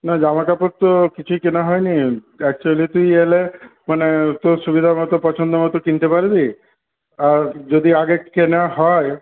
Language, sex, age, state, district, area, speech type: Bengali, male, 60+, West Bengal, Purulia, rural, conversation